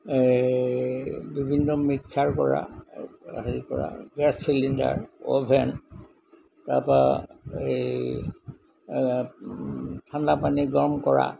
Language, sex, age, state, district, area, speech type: Assamese, male, 60+, Assam, Golaghat, urban, spontaneous